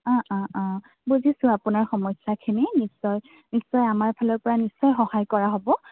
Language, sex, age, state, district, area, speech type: Assamese, female, 18-30, Assam, Morigaon, rural, conversation